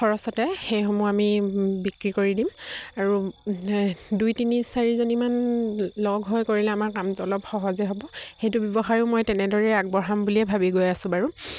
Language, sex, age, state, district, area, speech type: Assamese, female, 18-30, Assam, Sivasagar, rural, spontaneous